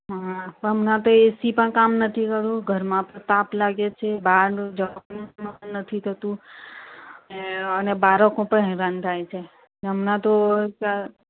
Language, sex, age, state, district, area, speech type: Gujarati, female, 30-45, Gujarat, Ahmedabad, urban, conversation